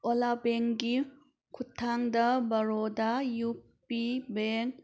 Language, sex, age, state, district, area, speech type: Manipuri, female, 30-45, Manipur, Thoubal, rural, read